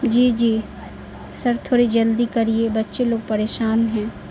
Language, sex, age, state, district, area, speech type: Urdu, female, 18-30, Bihar, Madhubani, rural, spontaneous